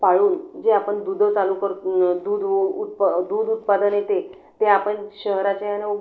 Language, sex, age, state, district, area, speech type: Marathi, female, 30-45, Maharashtra, Buldhana, rural, spontaneous